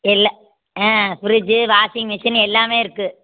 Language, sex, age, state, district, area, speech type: Tamil, female, 60+, Tamil Nadu, Tiruppur, rural, conversation